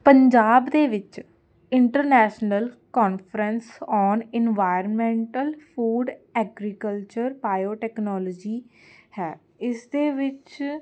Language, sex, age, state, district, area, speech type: Punjabi, female, 18-30, Punjab, Jalandhar, urban, spontaneous